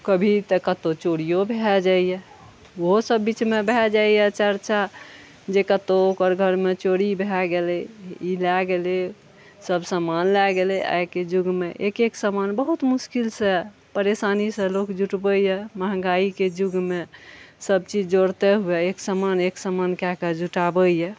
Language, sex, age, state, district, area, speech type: Maithili, female, 45-60, Bihar, Araria, rural, spontaneous